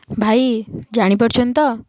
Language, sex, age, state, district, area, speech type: Odia, female, 18-30, Odisha, Kendujhar, urban, spontaneous